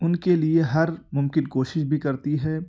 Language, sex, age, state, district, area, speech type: Urdu, male, 18-30, Uttar Pradesh, Ghaziabad, urban, spontaneous